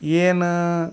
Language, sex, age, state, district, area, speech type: Kannada, male, 60+, Karnataka, Bagalkot, rural, spontaneous